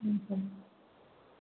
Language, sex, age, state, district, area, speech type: Telugu, female, 30-45, Andhra Pradesh, Vizianagaram, rural, conversation